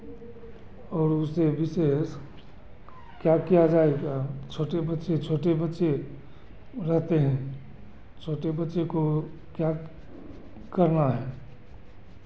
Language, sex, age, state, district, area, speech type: Hindi, male, 60+, Bihar, Begusarai, urban, spontaneous